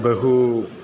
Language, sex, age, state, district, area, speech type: Sanskrit, male, 18-30, Kerala, Ernakulam, rural, spontaneous